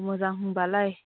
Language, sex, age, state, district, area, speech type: Bodo, female, 30-45, Assam, Chirang, rural, conversation